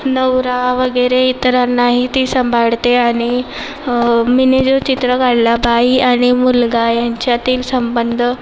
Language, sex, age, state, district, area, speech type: Marathi, female, 18-30, Maharashtra, Nagpur, urban, spontaneous